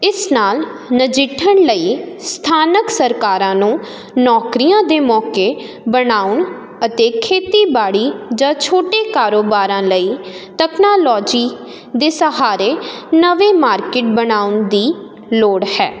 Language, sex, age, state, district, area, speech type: Punjabi, female, 18-30, Punjab, Jalandhar, urban, spontaneous